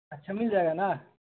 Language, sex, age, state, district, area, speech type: Urdu, male, 18-30, Bihar, Gaya, urban, conversation